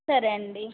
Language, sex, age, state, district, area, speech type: Telugu, female, 30-45, Andhra Pradesh, Eluru, rural, conversation